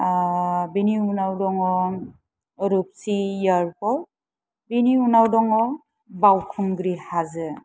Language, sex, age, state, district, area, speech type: Bodo, female, 30-45, Assam, Kokrajhar, rural, spontaneous